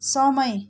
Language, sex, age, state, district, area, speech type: Nepali, female, 45-60, West Bengal, Darjeeling, rural, read